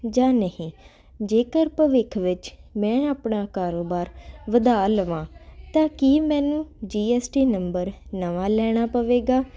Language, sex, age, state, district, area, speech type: Punjabi, female, 18-30, Punjab, Ludhiana, urban, spontaneous